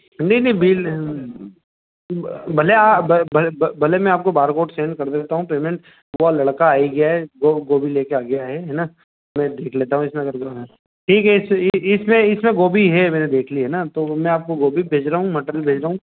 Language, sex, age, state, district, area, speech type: Hindi, male, 30-45, Madhya Pradesh, Ujjain, rural, conversation